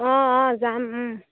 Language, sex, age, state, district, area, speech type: Assamese, female, 18-30, Assam, Sivasagar, rural, conversation